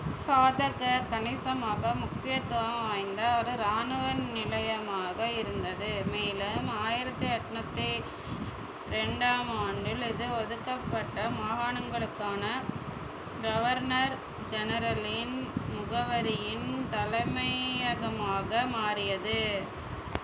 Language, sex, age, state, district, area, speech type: Tamil, female, 60+, Tamil Nadu, Sivaganga, rural, read